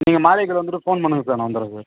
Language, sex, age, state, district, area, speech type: Tamil, male, 30-45, Tamil Nadu, Kallakurichi, urban, conversation